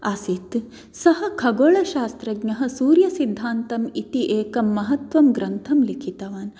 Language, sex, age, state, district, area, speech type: Sanskrit, female, 30-45, Karnataka, Dakshina Kannada, rural, spontaneous